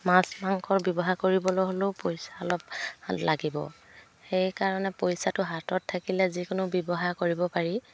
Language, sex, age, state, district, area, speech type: Assamese, female, 45-60, Assam, Dibrugarh, rural, spontaneous